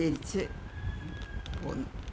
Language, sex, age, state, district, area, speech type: Malayalam, female, 60+, Kerala, Malappuram, rural, spontaneous